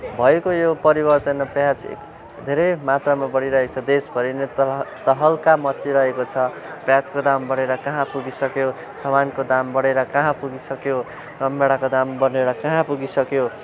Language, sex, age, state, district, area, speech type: Nepali, male, 18-30, West Bengal, Kalimpong, rural, spontaneous